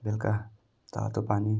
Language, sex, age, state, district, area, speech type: Nepali, male, 18-30, West Bengal, Darjeeling, rural, spontaneous